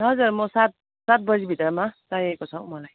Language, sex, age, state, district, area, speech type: Nepali, female, 30-45, West Bengal, Darjeeling, urban, conversation